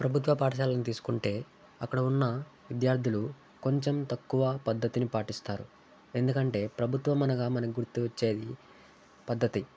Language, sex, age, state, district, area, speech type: Telugu, male, 18-30, Telangana, Sangareddy, urban, spontaneous